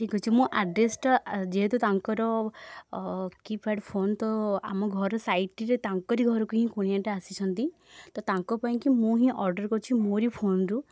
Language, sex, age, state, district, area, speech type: Odia, female, 18-30, Odisha, Puri, urban, spontaneous